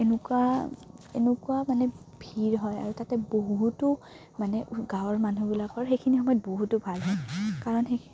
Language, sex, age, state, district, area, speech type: Assamese, female, 18-30, Assam, Udalguri, rural, spontaneous